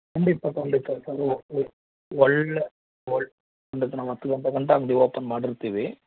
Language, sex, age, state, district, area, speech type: Kannada, male, 30-45, Karnataka, Mandya, rural, conversation